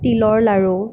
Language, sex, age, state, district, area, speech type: Assamese, female, 18-30, Assam, Nagaon, rural, spontaneous